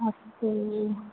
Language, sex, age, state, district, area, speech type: Sanskrit, female, 18-30, Kerala, Palakkad, rural, conversation